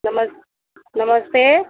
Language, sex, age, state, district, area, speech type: Hindi, female, 60+, Uttar Pradesh, Sitapur, rural, conversation